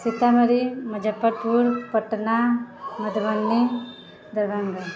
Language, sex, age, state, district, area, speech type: Maithili, female, 18-30, Bihar, Sitamarhi, rural, spontaneous